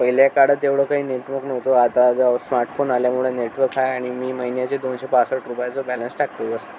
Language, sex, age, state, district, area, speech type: Marathi, male, 18-30, Maharashtra, Akola, rural, spontaneous